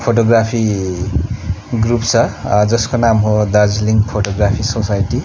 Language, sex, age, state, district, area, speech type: Nepali, male, 18-30, West Bengal, Darjeeling, rural, spontaneous